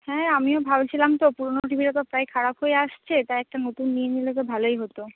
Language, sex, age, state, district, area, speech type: Bengali, female, 30-45, West Bengal, Purba Medinipur, rural, conversation